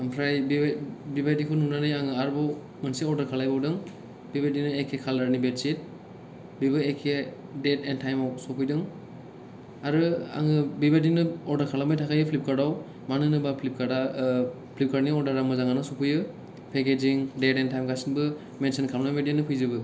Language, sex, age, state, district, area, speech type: Bodo, male, 18-30, Assam, Kokrajhar, rural, spontaneous